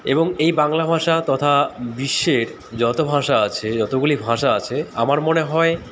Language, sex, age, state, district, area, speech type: Bengali, male, 30-45, West Bengal, Dakshin Dinajpur, urban, spontaneous